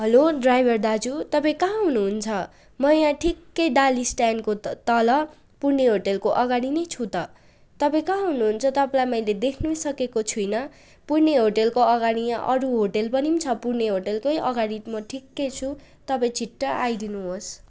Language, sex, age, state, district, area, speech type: Nepali, female, 18-30, West Bengal, Darjeeling, rural, spontaneous